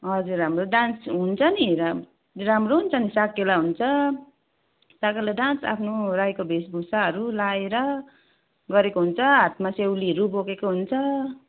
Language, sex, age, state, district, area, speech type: Nepali, female, 30-45, West Bengal, Darjeeling, rural, conversation